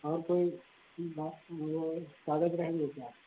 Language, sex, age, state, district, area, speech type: Hindi, male, 45-60, Uttar Pradesh, Sitapur, rural, conversation